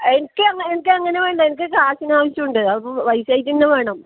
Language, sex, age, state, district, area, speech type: Malayalam, female, 30-45, Kerala, Kasaragod, rural, conversation